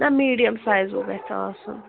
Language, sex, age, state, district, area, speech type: Kashmiri, female, 60+, Jammu and Kashmir, Srinagar, urban, conversation